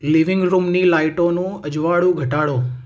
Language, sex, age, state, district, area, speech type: Gujarati, male, 18-30, Gujarat, Ahmedabad, urban, read